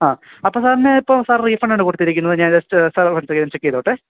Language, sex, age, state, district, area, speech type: Malayalam, male, 18-30, Kerala, Idukki, rural, conversation